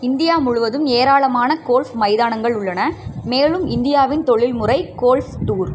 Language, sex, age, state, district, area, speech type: Tamil, female, 18-30, Tamil Nadu, Sivaganga, rural, read